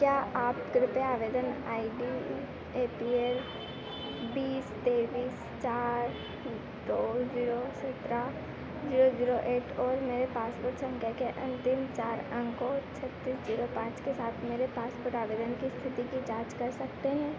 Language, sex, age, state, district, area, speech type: Hindi, female, 18-30, Madhya Pradesh, Harda, urban, read